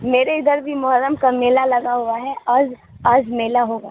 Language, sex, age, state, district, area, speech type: Urdu, female, 18-30, Bihar, Supaul, rural, conversation